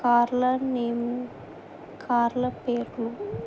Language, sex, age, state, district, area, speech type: Telugu, female, 18-30, Telangana, Adilabad, urban, spontaneous